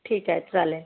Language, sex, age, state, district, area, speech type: Marathi, female, 30-45, Maharashtra, Yavatmal, rural, conversation